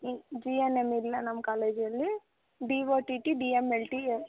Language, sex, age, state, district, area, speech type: Kannada, female, 18-30, Karnataka, Chikkaballapur, rural, conversation